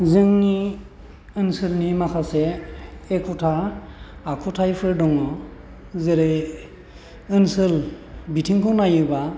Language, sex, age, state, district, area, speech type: Bodo, male, 45-60, Assam, Chirang, rural, spontaneous